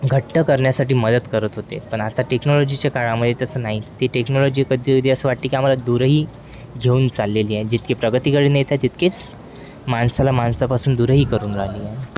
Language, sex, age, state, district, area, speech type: Marathi, male, 18-30, Maharashtra, Wardha, urban, spontaneous